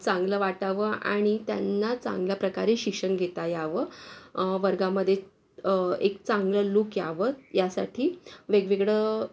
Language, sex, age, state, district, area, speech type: Marathi, female, 45-60, Maharashtra, Akola, urban, spontaneous